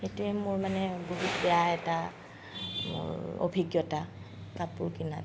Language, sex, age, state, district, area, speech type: Assamese, female, 30-45, Assam, Sonitpur, rural, spontaneous